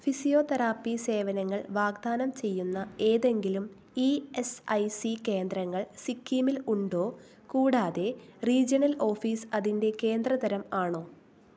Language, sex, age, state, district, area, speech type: Malayalam, female, 18-30, Kerala, Thrissur, urban, read